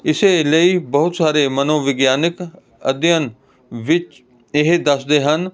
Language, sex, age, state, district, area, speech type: Punjabi, male, 45-60, Punjab, Hoshiarpur, urban, spontaneous